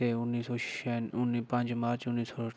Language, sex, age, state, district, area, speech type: Dogri, male, 30-45, Jammu and Kashmir, Udhampur, urban, spontaneous